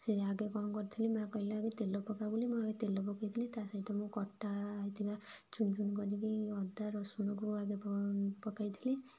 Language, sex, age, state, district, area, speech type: Odia, female, 45-60, Odisha, Kendujhar, urban, spontaneous